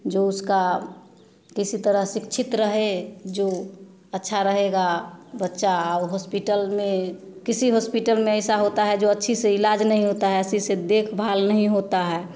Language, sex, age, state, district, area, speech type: Hindi, female, 30-45, Bihar, Samastipur, rural, spontaneous